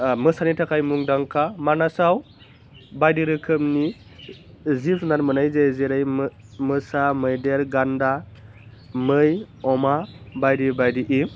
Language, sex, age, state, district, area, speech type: Bodo, male, 18-30, Assam, Baksa, rural, spontaneous